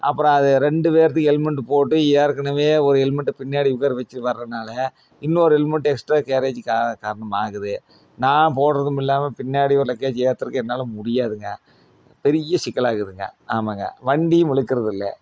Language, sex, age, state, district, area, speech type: Tamil, male, 30-45, Tamil Nadu, Coimbatore, rural, spontaneous